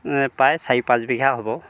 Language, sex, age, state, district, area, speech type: Assamese, male, 60+, Assam, Dhemaji, rural, spontaneous